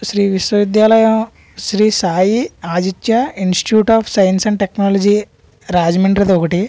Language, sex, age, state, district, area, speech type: Telugu, male, 60+, Andhra Pradesh, East Godavari, rural, spontaneous